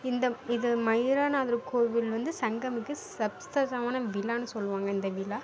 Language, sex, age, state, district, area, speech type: Tamil, female, 30-45, Tamil Nadu, Mayiladuthurai, urban, spontaneous